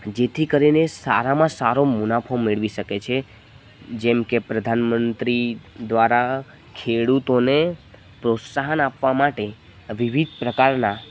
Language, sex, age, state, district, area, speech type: Gujarati, male, 18-30, Gujarat, Narmada, rural, spontaneous